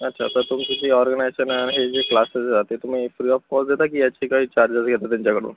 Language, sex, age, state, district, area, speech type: Marathi, male, 60+, Maharashtra, Akola, rural, conversation